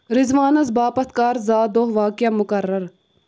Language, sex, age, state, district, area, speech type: Kashmiri, female, 18-30, Jammu and Kashmir, Bandipora, rural, read